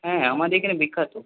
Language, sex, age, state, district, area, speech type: Bengali, male, 18-30, West Bengal, Purulia, urban, conversation